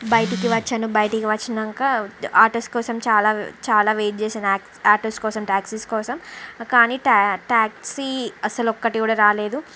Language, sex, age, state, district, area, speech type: Telugu, female, 45-60, Andhra Pradesh, Srikakulam, urban, spontaneous